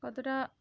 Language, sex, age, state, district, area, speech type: Bengali, female, 18-30, West Bengal, Cooch Behar, urban, spontaneous